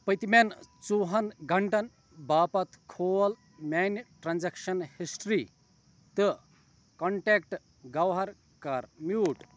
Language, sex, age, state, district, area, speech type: Kashmiri, male, 30-45, Jammu and Kashmir, Ganderbal, rural, read